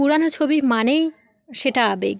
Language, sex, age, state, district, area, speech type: Bengali, female, 18-30, West Bengal, South 24 Parganas, rural, spontaneous